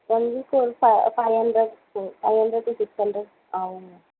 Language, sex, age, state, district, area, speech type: Tamil, female, 45-60, Tamil Nadu, Tiruvallur, urban, conversation